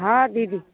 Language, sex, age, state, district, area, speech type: Maithili, female, 45-60, Bihar, Madhepura, rural, conversation